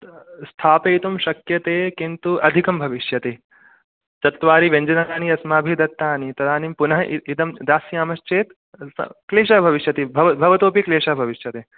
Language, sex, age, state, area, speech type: Sanskrit, male, 18-30, Jharkhand, urban, conversation